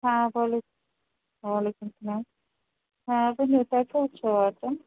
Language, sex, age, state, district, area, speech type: Kashmiri, female, 45-60, Jammu and Kashmir, Srinagar, urban, conversation